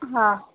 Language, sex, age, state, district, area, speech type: Sindhi, female, 30-45, Madhya Pradesh, Katni, rural, conversation